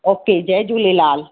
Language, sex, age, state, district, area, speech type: Sindhi, female, 45-60, Gujarat, Surat, urban, conversation